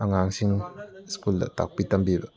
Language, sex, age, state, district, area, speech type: Manipuri, male, 30-45, Manipur, Kakching, rural, spontaneous